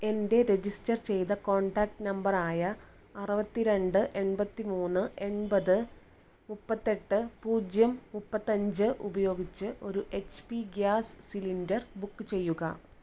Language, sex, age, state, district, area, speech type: Malayalam, female, 30-45, Kerala, Kannur, rural, read